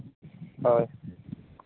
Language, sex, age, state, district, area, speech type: Santali, male, 30-45, Jharkhand, Seraikela Kharsawan, rural, conversation